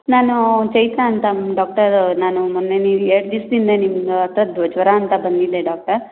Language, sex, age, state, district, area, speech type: Kannada, female, 18-30, Karnataka, Kolar, rural, conversation